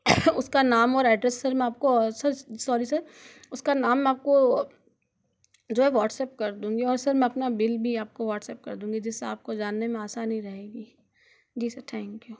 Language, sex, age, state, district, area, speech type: Hindi, female, 18-30, Rajasthan, Jodhpur, urban, spontaneous